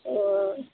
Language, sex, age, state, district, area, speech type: Kannada, female, 18-30, Karnataka, Koppal, rural, conversation